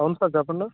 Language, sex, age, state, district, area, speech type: Telugu, male, 30-45, Andhra Pradesh, Alluri Sitarama Raju, rural, conversation